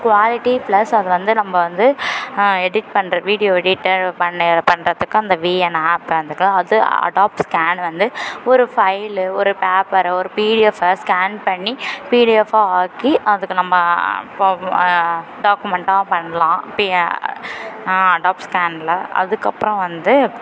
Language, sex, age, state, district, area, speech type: Tamil, female, 18-30, Tamil Nadu, Perambalur, rural, spontaneous